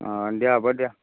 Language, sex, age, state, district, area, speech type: Assamese, male, 60+, Assam, Nagaon, rural, conversation